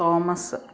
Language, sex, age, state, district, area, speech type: Malayalam, female, 60+, Kerala, Kottayam, rural, spontaneous